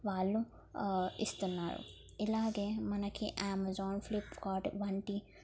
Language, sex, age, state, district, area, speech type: Telugu, female, 18-30, Telangana, Jangaon, urban, spontaneous